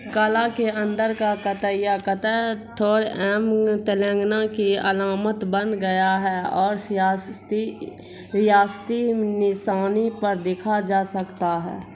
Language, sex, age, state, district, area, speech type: Urdu, female, 45-60, Bihar, Khagaria, rural, read